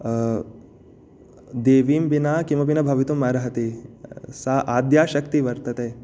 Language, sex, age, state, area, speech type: Sanskrit, male, 18-30, Jharkhand, urban, spontaneous